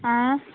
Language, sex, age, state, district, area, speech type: Goan Konkani, female, 30-45, Goa, Quepem, rural, conversation